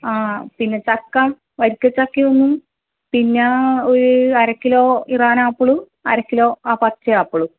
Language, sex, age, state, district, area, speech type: Malayalam, female, 30-45, Kerala, Kannur, rural, conversation